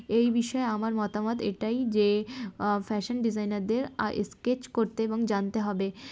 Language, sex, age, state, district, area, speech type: Bengali, female, 18-30, West Bengal, Darjeeling, urban, spontaneous